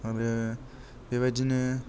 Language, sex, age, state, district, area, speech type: Bodo, male, 30-45, Assam, Kokrajhar, rural, spontaneous